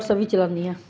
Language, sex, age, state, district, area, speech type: Punjabi, female, 60+, Punjab, Ludhiana, rural, spontaneous